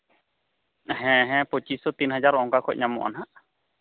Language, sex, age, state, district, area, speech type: Santali, male, 30-45, Jharkhand, East Singhbhum, rural, conversation